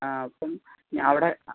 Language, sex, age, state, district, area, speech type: Malayalam, female, 60+, Kerala, Kottayam, rural, conversation